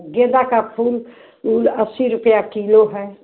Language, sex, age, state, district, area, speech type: Hindi, female, 60+, Uttar Pradesh, Chandauli, urban, conversation